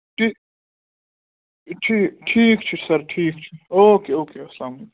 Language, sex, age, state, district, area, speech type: Kashmiri, male, 18-30, Jammu and Kashmir, Ganderbal, rural, conversation